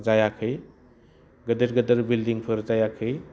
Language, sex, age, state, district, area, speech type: Bodo, male, 30-45, Assam, Udalguri, urban, spontaneous